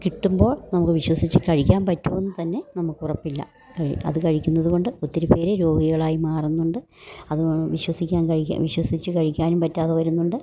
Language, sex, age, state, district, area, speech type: Malayalam, female, 60+, Kerala, Idukki, rural, spontaneous